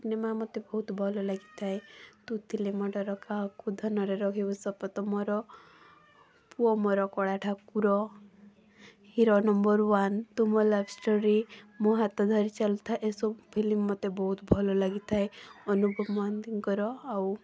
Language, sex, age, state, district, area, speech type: Odia, female, 18-30, Odisha, Mayurbhanj, rural, spontaneous